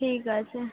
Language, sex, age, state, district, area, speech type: Bengali, female, 30-45, West Bengal, Kolkata, urban, conversation